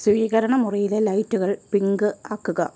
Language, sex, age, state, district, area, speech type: Malayalam, female, 45-60, Kerala, Ernakulam, rural, read